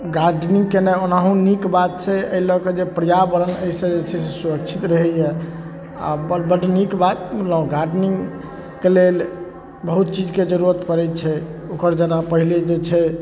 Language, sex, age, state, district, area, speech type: Maithili, male, 30-45, Bihar, Darbhanga, urban, spontaneous